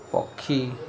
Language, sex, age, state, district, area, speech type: Odia, male, 45-60, Odisha, Koraput, urban, read